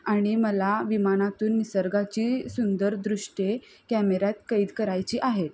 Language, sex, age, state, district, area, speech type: Marathi, female, 18-30, Maharashtra, Kolhapur, urban, spontaneous